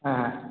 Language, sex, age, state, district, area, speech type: Bengali, male, 18-30, West Bengal, Jalpaiguri, rural, conversation